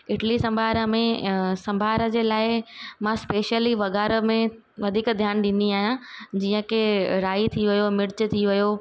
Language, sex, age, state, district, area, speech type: Sindhi, female, 30-45, Gujarat, Surat, urban, spontaneous